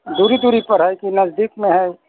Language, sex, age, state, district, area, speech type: Maithili, male, 45-60, Bihar, Sitamarhi, rural, conversation